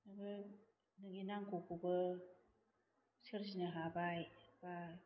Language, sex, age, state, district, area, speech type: Bodo, female, 30-45, Assam, Chirang, urban, spontaneous